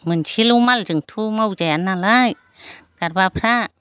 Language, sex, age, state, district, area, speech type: Bodo, female, 60+, Assam, Chirang, rural, spontaneous